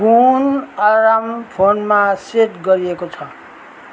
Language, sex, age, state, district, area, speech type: Nepali, male, 60+, West Bengal, Darjeeling, rural, read